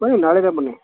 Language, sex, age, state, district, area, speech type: Kannada, male, 30-45, Karnataka, Mysore, rural, conversation